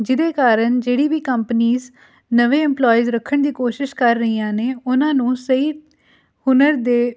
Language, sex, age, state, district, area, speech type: Punjabi, female, 18-30, Punjab, Fatehgarh Sahib, urban, spontaneous